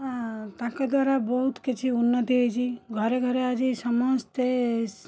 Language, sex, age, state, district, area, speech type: Odia, female, 30-45, Odisha, Cuttack, urban, spontaneous